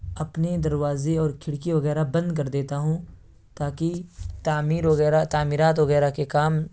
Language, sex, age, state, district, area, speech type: Urdu, male, 18-30, Uttar Pradesh, Ghaziabad, urban, spontaneous